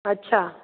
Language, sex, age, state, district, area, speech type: Sindhi, female, 45-60, Maharashtra, Thane, urban, conversation